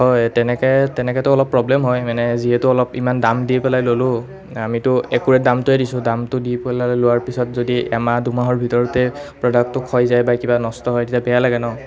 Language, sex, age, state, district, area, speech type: Assamese, male, 30-45, Assam, Nalbari, rural, spontaneous